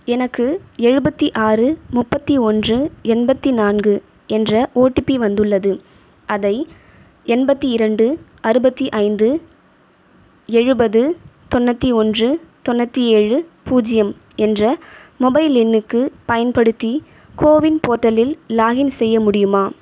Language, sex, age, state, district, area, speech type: Tamil, female, 30-45, Tamil Nadu, Viluppuram, rural, read